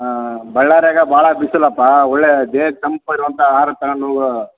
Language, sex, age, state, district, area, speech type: Kannada, male, 30-45, Karnataka, Bellary, rural, conversation